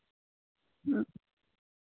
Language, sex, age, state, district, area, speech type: Santali, female, 45-60, Jharkhand, Pakur, rural, conversation